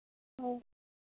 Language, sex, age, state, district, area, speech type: Hindi, female, 60+, Uttar Pradesh, Sitapur, rural, conversation